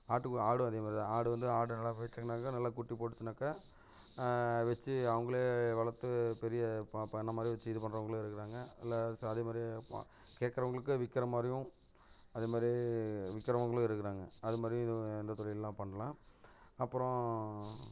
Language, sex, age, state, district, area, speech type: Tamil, male, 30-45, Tamil Nadu, Namakkal, rural, spontaneous